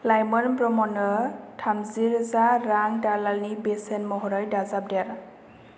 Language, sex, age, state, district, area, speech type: Bodo, female, 18-30, Assam, Chirang, urban, read